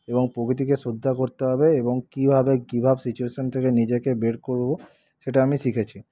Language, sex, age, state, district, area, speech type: Bengali, male, 45-60, West Bengal, Paschim Bardhaman, rural, spontaneous